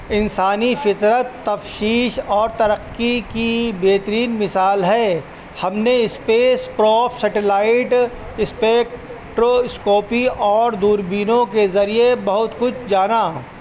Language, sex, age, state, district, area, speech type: Urdu, male, 45-60, Uttar Pradesh, Rampur, urban, spontaneous